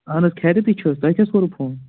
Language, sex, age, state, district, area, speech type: Kashmiri, male, 18-30, Jammu and Kashmir, Anantnag, rural, conversation